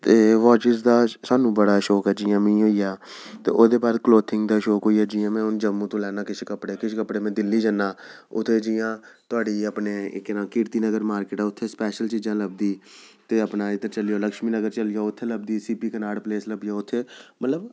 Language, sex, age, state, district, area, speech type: Dogri, male, 30-45, Jammu and Kashmir, Jammu, urban, spontaneous